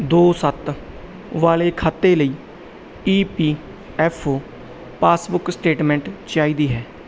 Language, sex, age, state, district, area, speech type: Punjabi, male, 30-45, Punjab, Bathinda, urban, read